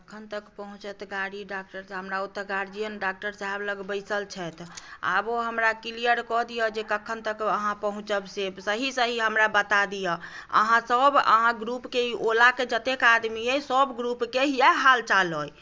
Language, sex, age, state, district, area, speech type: Maithili, female, 60+, Bihar, Madhubani, rural, spontaneous